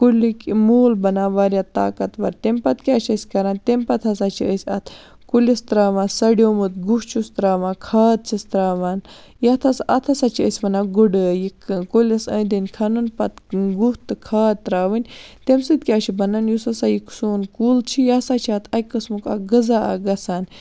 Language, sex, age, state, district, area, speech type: Kashmiri, female, 45-60, Jammu and Kashmir, Baramulla, rural, spontaneous